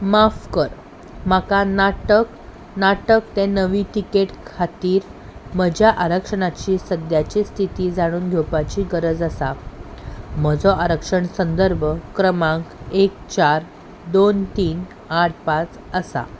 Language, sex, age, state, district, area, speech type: Goan Konkani, female, 30-45, Goa, Salcete, urban, read